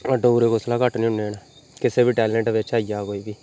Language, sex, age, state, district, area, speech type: Dogri, male, 30-45, Jammu and Kashmir, Reasi, rural, spontaneous